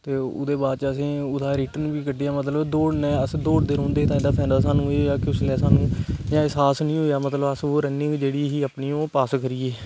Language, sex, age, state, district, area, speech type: Dogri, male, 18-30, Jammu and Kashmir, Kathua, rural, spontaneous